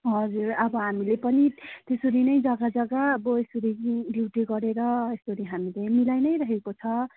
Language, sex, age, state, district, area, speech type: Nepali, female, 18-30, West Bengal, Darjeeling, rural, conversation